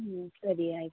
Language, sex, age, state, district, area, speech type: Kannada, female, 30-45, Karnataka, Tumkur, rural, conversation